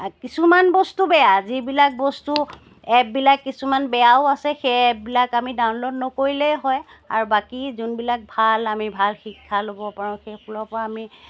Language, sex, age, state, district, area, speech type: Assamese, female, 45-60, Assam, Charaideo, urban, spontaneous